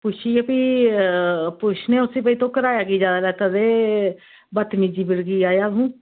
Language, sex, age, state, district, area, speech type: Dogri, female, 60+, Jammu and Kashmir, Reasi, rural, conversation